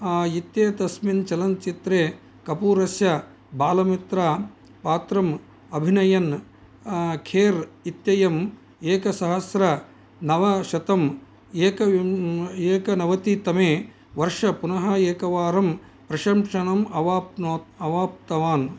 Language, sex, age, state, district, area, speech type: Sanskrit, male, 60+, Karnataka, Bellary, urban, read